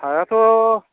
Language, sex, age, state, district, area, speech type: Bodo, male, 45-60, Assam, Baksa, rural, conversation